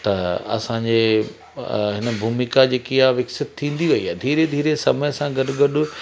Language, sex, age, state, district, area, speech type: Sindhi, male, 45-60, Madhya Pradesh, Katni, rural, spontaneous